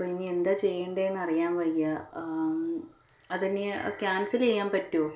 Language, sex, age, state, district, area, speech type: Malayalam, female, 18-30, Kerala, Palakkad, rural, spontaneous